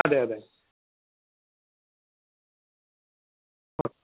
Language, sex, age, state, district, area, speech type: Malayalam, male, 18-30, Kerala, Thrissur, urban, conversation